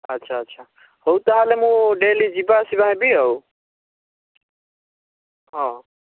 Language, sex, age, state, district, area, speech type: Odia, male, 30-45, Odisha, Bhadrak, rural, conversation